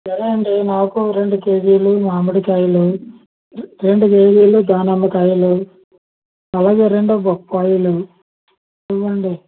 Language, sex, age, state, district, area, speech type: Telugu, male, 60+, Andhra Pradesh, Konaseema, rural, conversation